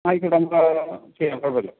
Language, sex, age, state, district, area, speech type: Malayalam, male, 45-60, Kerala, Alappuzha, rural, conversation